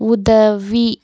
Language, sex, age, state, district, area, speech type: Tamil, female, 18-30, Tamil Nadu, Tirupattur, urban, read